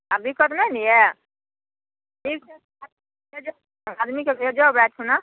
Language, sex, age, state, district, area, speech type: Maithili, female, 45-60, Bihar, Samastipur, rural, conversation